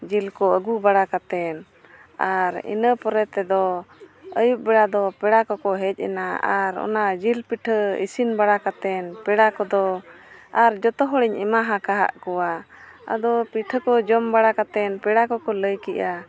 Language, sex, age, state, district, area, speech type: Santali, female, 30-45, Jharkhand, East Singhbhum, rural, spontaneous